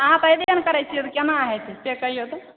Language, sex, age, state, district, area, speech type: Maithili, female, 30-45, Bihar, Supaul, rural, conversation